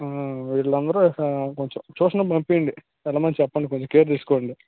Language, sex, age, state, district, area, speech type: Telugu, male, 18-30, Andhra Pradesh, Srikakulam, rural, conversation